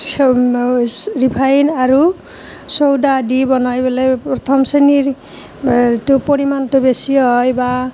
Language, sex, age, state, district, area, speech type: Assamese, female, 30-45, Assam, Nalbari, rural, spontaneous